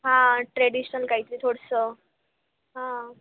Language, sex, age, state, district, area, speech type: Marathi, female, 18-30, Maharashtra, Nashik, urban, conversation